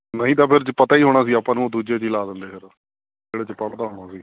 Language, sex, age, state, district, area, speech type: Punjabi, male, 30-45, Punjab, Ludhiana, rural, conversation